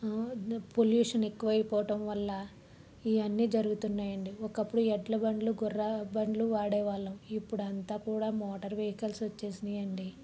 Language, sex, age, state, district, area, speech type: Telugu, female, 30-45, Andhra Pradesh, Palnadu, rural, spontaneous